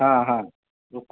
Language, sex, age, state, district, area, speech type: Sindhi, male, 30-45, Uttar Pradesh, Lucknow, urban, conversation